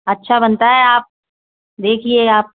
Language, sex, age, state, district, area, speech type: Hindi, female, 30-45, Madhya Pradesh, Gwalior, urban, conversation